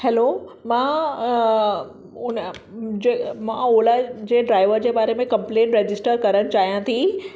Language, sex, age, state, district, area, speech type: Sindhi, female, 30-45, Maharashtra, Mumbai Suburban, urban, spontaneous